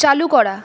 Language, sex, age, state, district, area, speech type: Bengali, female, 30-45, West Bengal, Paschim Bardhaman, urban, read